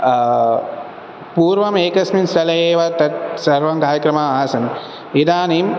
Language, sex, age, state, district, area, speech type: Sanskrit, male, 18-30, Telangana, Hyderabad, urban, spontaneous